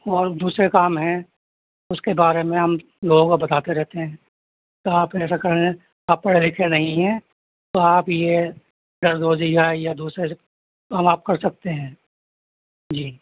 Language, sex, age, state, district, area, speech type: Urdu, male, 45-60, Uttar Pradesh, Rampur, urban, conversation